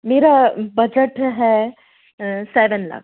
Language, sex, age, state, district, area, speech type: Hindi, female, 45-60, Madhya Pradesh, Jabalpur, urban, conversation